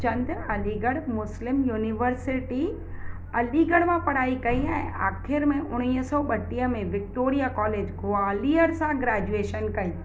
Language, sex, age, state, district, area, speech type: Sindhi, female, 30-45, Maharashtra, Mumbai Suburban, urban, read